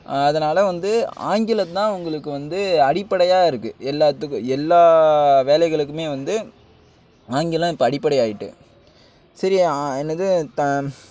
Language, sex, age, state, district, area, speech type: Tamil, male, 60+, Tamil Nadu, Mayiladuthurai, rural, spontaneous